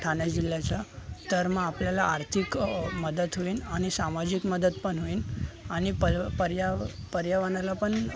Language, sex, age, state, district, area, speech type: Marathi, male, 18-30, Maharashtra, Thane, urban, spontaneous